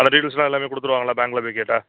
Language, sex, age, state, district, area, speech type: Tamil, male, 45-60, Tamil Nadu, Madurai, rural, conversation